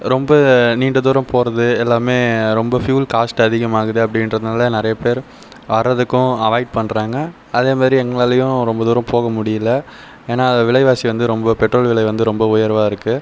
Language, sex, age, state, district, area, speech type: Tamil, male, 30-45, Tamil Nadu, Viluppuram, rural, spontaneous